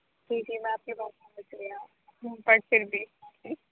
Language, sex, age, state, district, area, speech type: Urdu, female, 18-30, Uttar Pradesh, Aligarh, urban, conversation